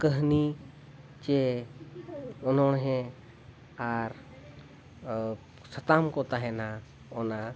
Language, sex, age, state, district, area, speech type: Santali, male, 30-45, Jharkhand, Seraikela Kharsawan, rural, spontaneous